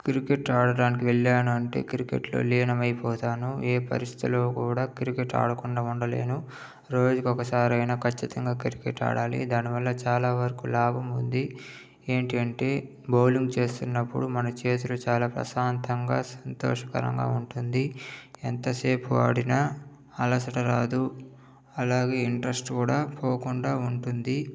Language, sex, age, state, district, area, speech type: Telugu, male, 30-45, Andhra Pradesh, Chittoor, urban, spontaneous